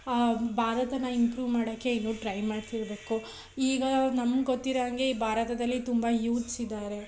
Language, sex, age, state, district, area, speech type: Kannada, female, 18-30, Karnataka, Tumkur, urban, spontaneous